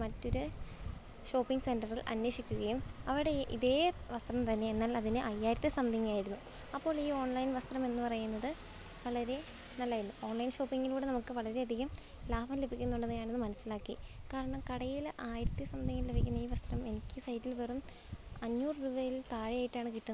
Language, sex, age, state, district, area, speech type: Malayalam, female, 18-30, Kerala, Idukki, rural, spontaneous